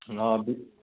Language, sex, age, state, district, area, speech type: Manipuri, male, 30-45, Manipur, Kangpokpi, urban, conversation